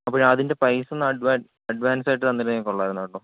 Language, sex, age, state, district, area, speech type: Malayalam, male, 18-30, Kerala, Thiruvananthapuram, rural, conversation